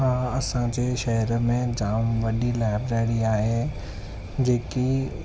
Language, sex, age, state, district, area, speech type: Sindhi, male, 18-30, Maharashtra, Thane, urban, spontaneous